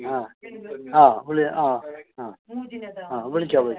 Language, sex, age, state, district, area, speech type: Malayalam, male, 60+, Kerala, Kasaragod, urban, conversation